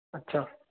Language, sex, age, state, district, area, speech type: Sindhi, male, 18-30, Maharashtra, Thane, urban, conversation